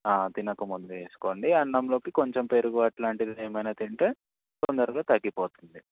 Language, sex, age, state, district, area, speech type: Telugu, male, 18-30, Telangana, Hanamkonda, urban, conversation